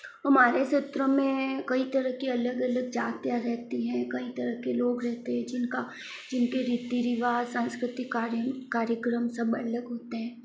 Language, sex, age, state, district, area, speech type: Hindi, female, 45-60, Rajasthan, Jodhpur, urban, spontaneous